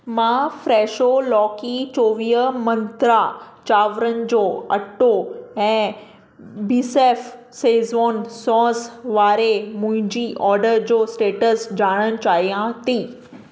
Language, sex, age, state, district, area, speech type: Sindhi, female, 30-45, Maharashtra, Mumbai Suburban, urban, read